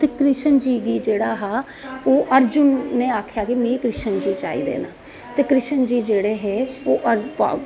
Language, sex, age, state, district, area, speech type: Dogri, female, 45-60, Jammu and Kashmir, Jammu, urban, spontaneous